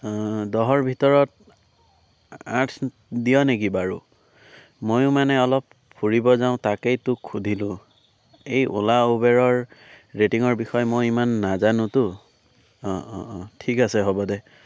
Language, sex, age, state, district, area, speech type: Assamese, male, 18-30, Assam, Biswanath, rural, spontaneous